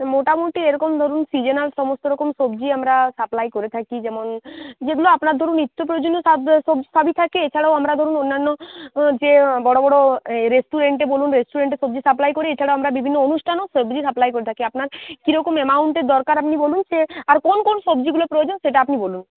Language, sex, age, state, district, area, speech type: Bengali, female, 18-30, West Bengal, Uttar Dinajpur, rural, conversation